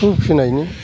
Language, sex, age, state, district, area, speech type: Bodo, male, 45-60, Assam, Kokrajhar, urban, spontaneous